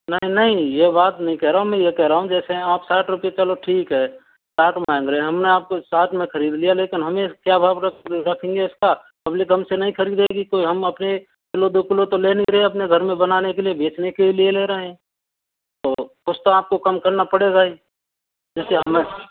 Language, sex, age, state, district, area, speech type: Hindi, male, 45-60, Rajasthan, Karauli, rural, conversation